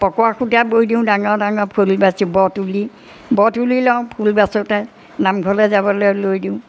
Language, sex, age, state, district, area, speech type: Assamese, female, 60+, Assam, Majuli, rural, spontaneous